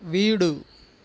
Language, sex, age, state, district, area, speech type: Tamil, male, 45-60, Tamil Nadu, Tiruchirappalli, rural, read